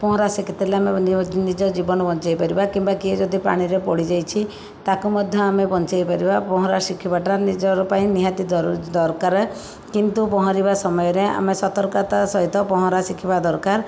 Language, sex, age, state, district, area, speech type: Odia, female, 45-60, Odisha, Jajpur, rural, spontaneous